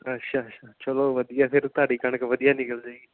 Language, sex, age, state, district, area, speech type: Punjabi, male, 18-30, Punjab, Patiala, rural, conversation